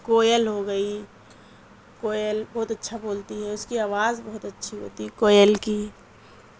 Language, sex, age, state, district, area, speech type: Urdu, female, 30-45, Uttar Pradesh, Mirzapur, rural, spontaneous